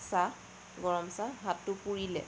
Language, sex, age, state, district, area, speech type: Assamese, female, 30-45, Assam, Sonitpur, rural, spontaneous